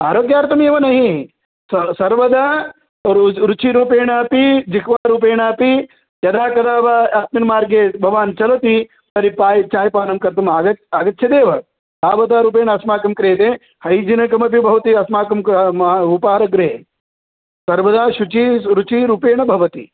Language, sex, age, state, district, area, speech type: Sanskrit, male, 45-60, Karnataka, Vijayapura, urban, conversation